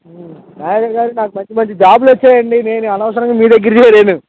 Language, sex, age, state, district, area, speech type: Telugu, male, 18-30, Andhra Pradesh, Bapatla, rural, conversation